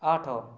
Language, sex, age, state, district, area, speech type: Odia, male, 18-30, Odisha, Rayagada, urban, read